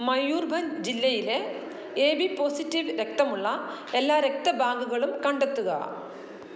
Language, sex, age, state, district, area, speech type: Malayalam, female, 45-60, Kerala, Alappuzha, rural, read